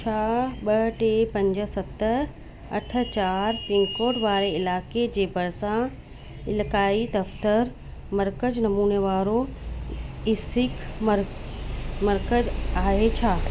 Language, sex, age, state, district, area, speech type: Sindhi, female, 30-45, Rajasthan, Ajmer, urban, read